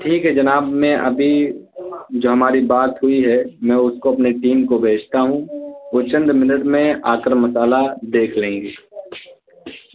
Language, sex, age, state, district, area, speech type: Urdu, male, 18-30, Uttar Pradesh, Balrampur, rural, conversation